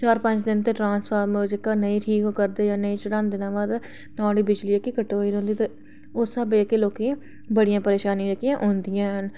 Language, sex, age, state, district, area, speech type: Dogri, female, 30-45, Jammu and Kashmir, Reasi, urban, spontaneous